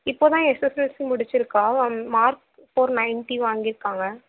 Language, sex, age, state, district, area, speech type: Tamil, female, 30-45, Tamil Nadu, Mayiladuthurai, rural, conversation